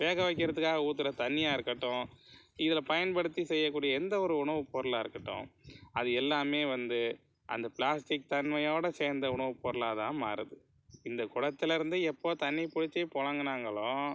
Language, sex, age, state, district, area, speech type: Tamil, male, 45-60, Tamil Nadu, Pudukkottai, rural, spontaneous